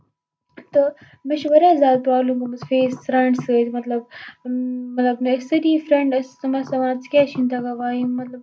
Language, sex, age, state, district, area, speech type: Kashmiri, female, 18-30, Jammu and Kashmir, Baramulla, urban, spontaneous